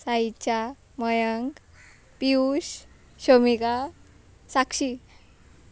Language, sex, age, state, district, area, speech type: Goan Konkani, female, 18-30, Goa, Ponda, rural, spontaneous